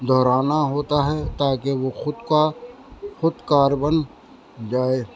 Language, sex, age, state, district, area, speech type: Urdu, male, 60+, Uttar Pradesh, Rampur, urban, spontaneous